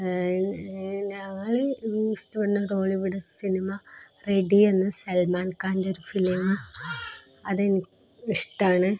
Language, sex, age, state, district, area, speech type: Malayalam, female, 30-45, Kerala, Kozhikode, rural, spontaneous